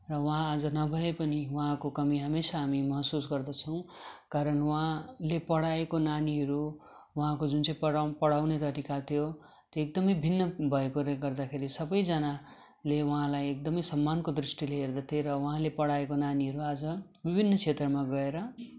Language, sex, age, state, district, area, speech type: Nepali, male, 30-45, West Bengal, Darjeeling, rural, spontaneous